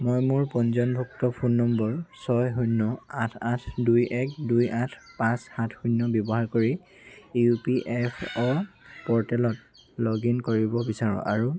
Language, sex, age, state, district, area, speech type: Assamese, male, 18-30, Assam, Dhemaji, urban, read